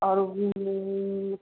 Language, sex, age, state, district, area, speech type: Hindi, female, 30-45, Madhya Pradesh, Seoni, urban, conversation